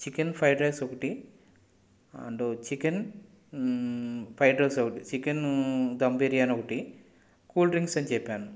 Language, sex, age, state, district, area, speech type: Telugu, male, 30-45, Andhra Pradesh, West Godavari, rural, spontaneous